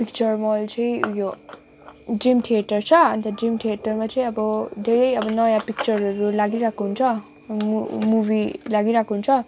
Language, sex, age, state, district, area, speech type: Nepali, female, 18-30, West Bengal, Kalimpong, rural, spontaneous